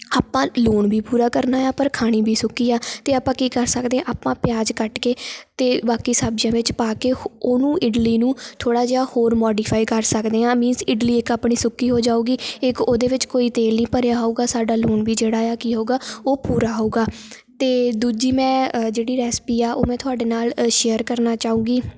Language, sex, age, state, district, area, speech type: Punjabi, female, 18-30, Punjab, Shaheed Bhagat Singh Nagar, rural, spontaneous